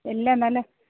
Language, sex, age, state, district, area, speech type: Malayalam, female, 30-45, Kerala, Kollam, rural, conversation